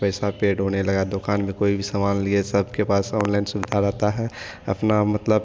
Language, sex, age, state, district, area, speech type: Hindi, male, 18-30, Bihar, Madhepura, rural, spontaneous